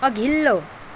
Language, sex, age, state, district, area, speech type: Nepali, other, 30-45, West Bengal, Kalimpong, rural, read